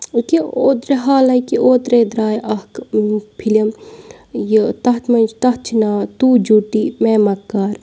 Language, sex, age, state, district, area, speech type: Kashmiri, female, 30-45, Jammu and Kashmir, Bandipora, rural, spontaneous